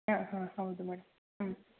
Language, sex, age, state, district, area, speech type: Kannada, female, 30-45, Karnataka, Shimoga, rural, conversation